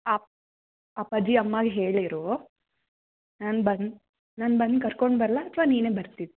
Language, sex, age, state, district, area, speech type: Kannada, female, 18-30, Karnataka, Davanagere, urban, conversation